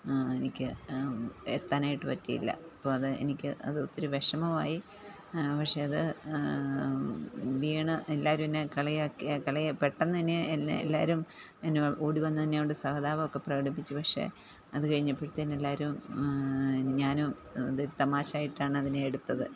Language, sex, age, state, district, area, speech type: Malayalam, female, 45-60, Kerala, Pathanamthitta, rural, spontaneous